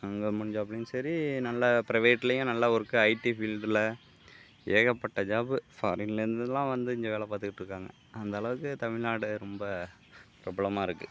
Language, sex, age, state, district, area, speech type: Tamil, male, 45-60, Tamil Nadu, Mayiladuthurai, urban, spontaneous